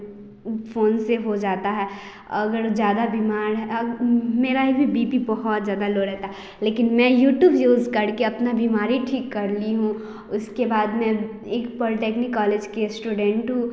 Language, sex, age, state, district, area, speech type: Hindi, female, 18-30, Bihar, Samastipur, rural, spontaneous